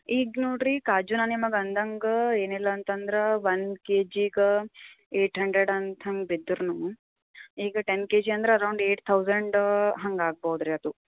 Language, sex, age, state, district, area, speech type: Kannada, female, 18-30, Karnataka, Gulbarga, urban, conversation